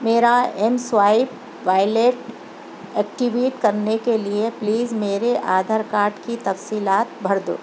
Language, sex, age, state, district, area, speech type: Urdu, female, 45-60, Telangana, Hyderabad, urban, read